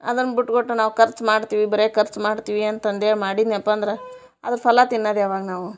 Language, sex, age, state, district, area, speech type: Kannada, female, 30-45, Karnataka, Koppal, rural, spontaneous